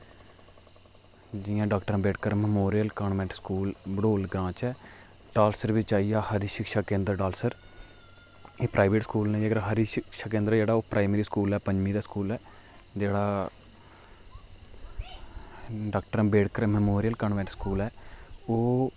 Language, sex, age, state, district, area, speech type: Dogri, male, 30-45, Jammu and Kashmir, Udhampur, rural, spontaneous